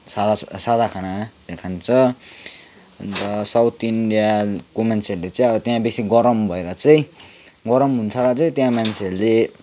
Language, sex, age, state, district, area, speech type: Nepali, male, 18-30, West Bengal, Kalimpong, rural, spontaneous